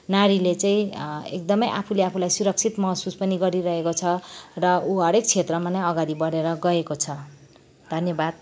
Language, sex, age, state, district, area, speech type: Nepali, female, 45-60, West Bengal, Kalimpong, rural, spontaneous